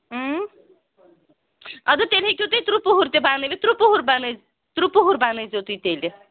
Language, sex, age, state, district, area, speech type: Kashmiri, female, 45-60, Jammu and Kashmir, Srinagar, urban, conversation